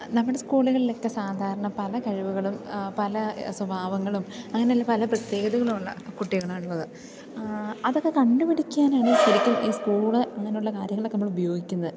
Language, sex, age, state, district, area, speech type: Malayalam, female, 18-30, Kerala, Idukki, rural, spontaneous